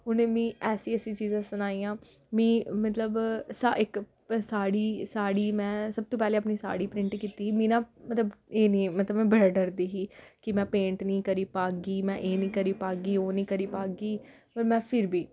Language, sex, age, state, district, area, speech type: Dogri, female, 18-30, Jammu and Kashmir, Samba, rural, spontaneous